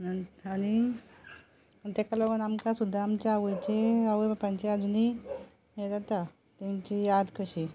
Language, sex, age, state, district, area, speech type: Goan Konkani, female, 45-60, Goa, Ponda, rural, spontaneous